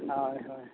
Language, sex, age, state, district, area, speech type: Santali, male, 60+, Odisha, Mayurbhanj, rural, conversation